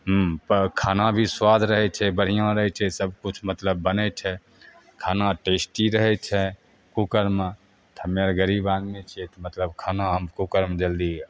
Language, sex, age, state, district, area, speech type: Maithili, male, 45-60, Bihar, Begusarai, rural, spontaneous